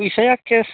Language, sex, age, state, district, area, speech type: Bodo, male, 30-45, Assam, Udalguri, rural, conversation